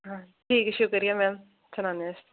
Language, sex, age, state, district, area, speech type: Dogri, female, 18-30, Jammu and Kashmir, Jammu, rural, conversation